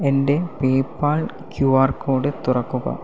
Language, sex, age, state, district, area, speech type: Malayalam, male, 18-30, Kerala, Palakkad, rural, read